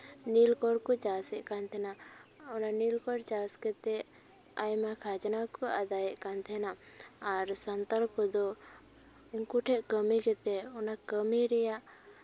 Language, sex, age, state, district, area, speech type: Santali, female, 18-30, West Bengal, Purba Medinipur, rural, spontaneous